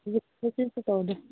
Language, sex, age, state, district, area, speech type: Manipuri, female, 18-30, Manipur, Senapati, urban, conversation